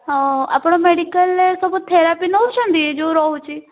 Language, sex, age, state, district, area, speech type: Odia, female, 18-30, Odisha, Puri, urban, conversation